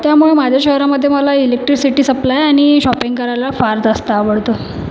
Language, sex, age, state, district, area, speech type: Marathi, female, 30-45, Maharashtra, Nagpur, urban, spontaneous